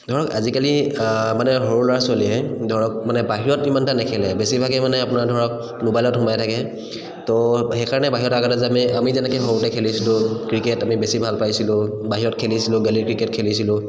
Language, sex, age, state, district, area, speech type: Assamese, male, 30-45, Assam, Charaideo, urban, spontaneous